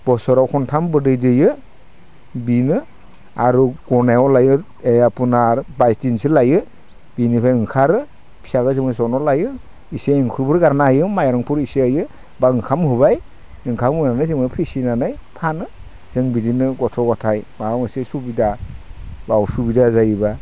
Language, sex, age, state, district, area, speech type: Bodo, male, 45-60, Assam, Udalguri, rural, spontaneous